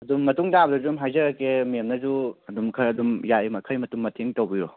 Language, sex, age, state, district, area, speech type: Manipuri, male, 18-30, Manipur, Kangpokpi, urban, conversation